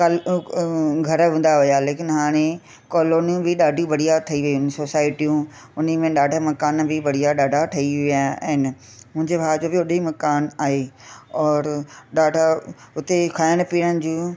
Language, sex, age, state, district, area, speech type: Sindhi, female, 45-60, Delhi, South Delhi, urban, spontaneous